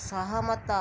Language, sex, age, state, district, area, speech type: Odia, female, 45-60, Odisha, Kendrapara, urban, read